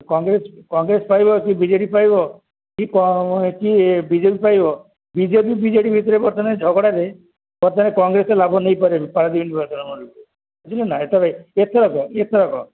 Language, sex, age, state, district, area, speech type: Odia, male, 60+, Odisha, Jagatsinghpur, rural, conversation